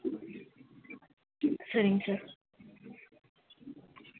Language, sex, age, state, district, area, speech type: Tamil, female, 30-45, Tamil Nadu, Nilgiris, rural, conversation